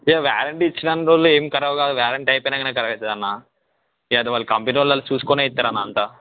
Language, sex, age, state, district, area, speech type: Telugu, male, 18-30, Telangana, Nalgonda, urban, conversation